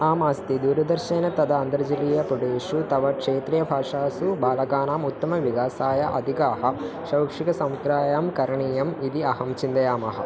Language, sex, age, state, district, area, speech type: Sanskrit, male, 18-30, Kerala, Thiruvananthapuram, rural, spontaneous